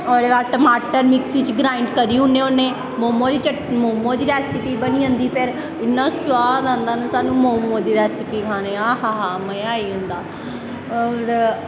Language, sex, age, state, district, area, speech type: Dogri, female, 18-30, Jammu and Kashmir, Samba, rural, spontaneous